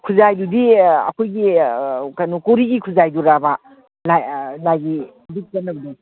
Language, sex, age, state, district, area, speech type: Manipuri, female, 60+, Manipur, Imphal East, rural, conversation